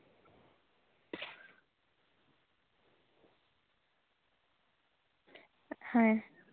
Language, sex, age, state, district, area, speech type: Santali, female, 18-30, West Bengal, Jhargram, rural, conversation